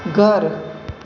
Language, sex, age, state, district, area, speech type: Gujarati, female, 45-60, Gujarat, Surat, urban, read